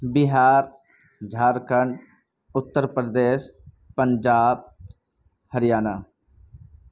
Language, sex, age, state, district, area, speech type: Urdu, male, 18-30, Bihar, Purnia, rural, spontaneous